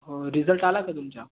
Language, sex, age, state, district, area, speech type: Marathi, male, 18-30, Maharashtra, Gondia, rural, conversation